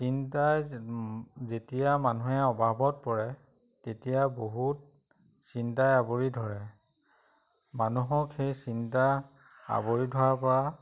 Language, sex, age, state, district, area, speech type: Assamese, male, 45-60, Assam, Majuli, rural, spontaneous